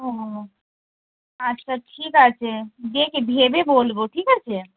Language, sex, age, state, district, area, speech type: Bengali, female, 30-45, West Bengal, Darjeeling, rural, conversation